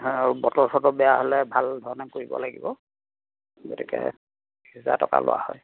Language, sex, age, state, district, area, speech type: Assamese, male, 45-60, Assam, Dhemaji, rural, conversation